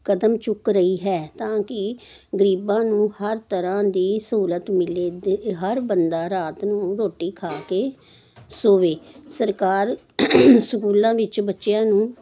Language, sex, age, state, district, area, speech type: Punjabi, female, 60+, Punjab, Jalandhar, urban, spontaneous